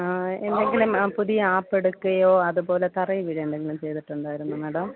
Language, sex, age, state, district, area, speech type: Malayalam, female, 30-45, Kerala, Thiruvananthapuram, urban, conversation